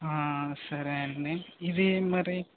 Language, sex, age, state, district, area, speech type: Telugu, male, 18-30, Andhra Pradesh, West Godavari, rural, conversation